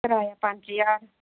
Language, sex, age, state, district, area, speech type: Dogri, female, 30-45, Jammu and Kashmir, Reasi, rural, conversation